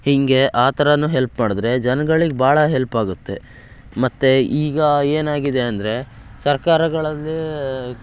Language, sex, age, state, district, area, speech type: Kannada, male, 18-30, Karnataka, Shimoga, rural, spontaneous